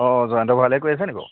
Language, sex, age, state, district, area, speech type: Assamese, male, 30-45, Assam, Jorhat, rural, conversation